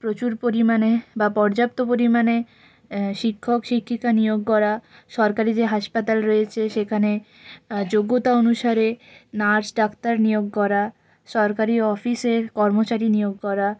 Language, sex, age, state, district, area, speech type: Bengali, female, 30-45, West Bengal, Purulia, urban, spontaneous